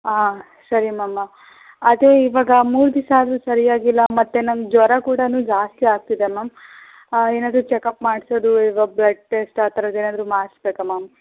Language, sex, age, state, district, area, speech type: Kannada, female, 30-45, Karnataka, Davanagere, rural, conversation